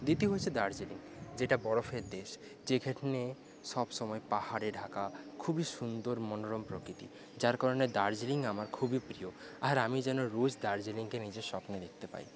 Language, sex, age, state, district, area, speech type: Bengali, male, 18-30, West Bengal, Paschim Medinipur, rural, spontaneous